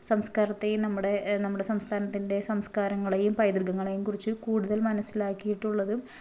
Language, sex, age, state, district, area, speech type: Malayalam, female, 30-45, Kerala, Ernakulam, rural, spontaneous